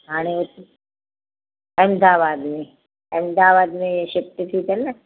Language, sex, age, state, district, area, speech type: Sindhi, female, 45-60, Gujarat, Kutch, urban, conversation